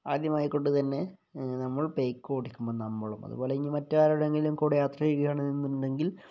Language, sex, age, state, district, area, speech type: Malayalam, male, 30-45, Kerala, Kozhikode, rural, spontaneous